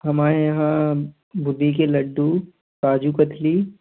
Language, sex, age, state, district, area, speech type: Hindi, male, 18-30, Madhya Pradesh, Gwalior, urban, conversation